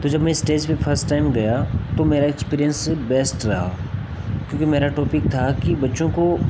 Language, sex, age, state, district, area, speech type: Hindi, male, 18-30, Rajasthan, Nagaur, rural, spontaneous